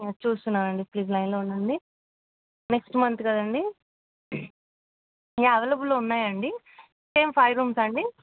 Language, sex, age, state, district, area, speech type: Telugu, female, 18-30, Telangana, Hyderabad, urban, conversation